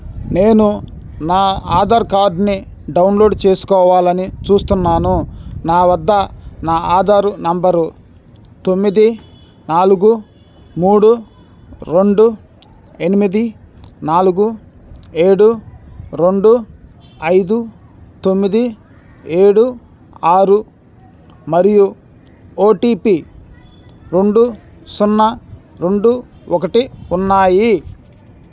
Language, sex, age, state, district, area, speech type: Telugu, male, 30-45, Andhra Pradesh, Bapatla, urban, read